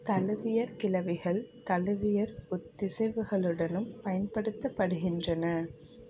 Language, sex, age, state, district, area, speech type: Tamil, female, 18-30, Tamil Nadu, Mayiladuthurai, urban, read